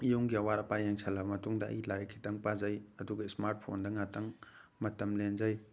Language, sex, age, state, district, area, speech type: Manipuri, male, 30-45, Manipur, Thoubal, rural, spontaneous